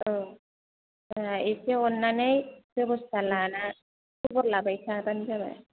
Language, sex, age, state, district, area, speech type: Bodo, female, 18-30, Assam, Kokrajhar, rural, conversation